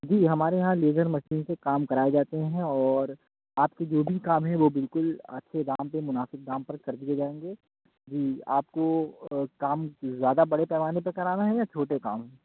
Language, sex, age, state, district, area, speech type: Urdu, male, 45-60, Uttar Pradesh, Aligarh, rural, conversation